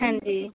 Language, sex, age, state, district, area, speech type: Punjabi, female, 18-30, Punjab, Tarn Taran, rural, conversation